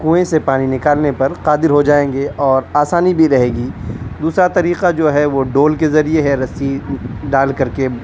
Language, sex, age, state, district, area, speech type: Urdu, male, 18-30, Delhi, South Delhi, urban, spontaneous